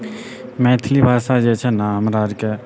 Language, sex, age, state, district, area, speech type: Maithili, male, 18-30, Bihar, Purnia, rural, spontaneous